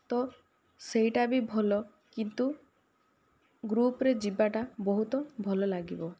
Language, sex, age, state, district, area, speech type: Odia, female, 18-30, Odisha, Kandhamal, rural, spontaneous